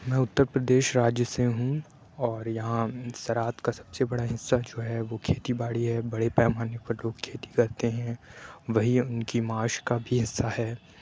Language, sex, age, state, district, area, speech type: Urdu, male, 18-30, Uttar Pradesh, Aligarh, urban, spontaneous